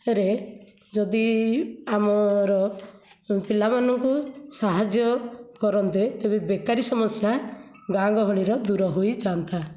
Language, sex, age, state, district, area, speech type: Odia, female, 45-60, Odisha, Nayagarh, rural, spontaneous